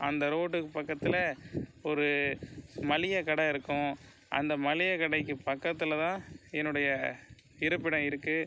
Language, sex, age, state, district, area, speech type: Tamil, male, 45-60, Tamil Nadu, Pudukkottai, rural, spontaneous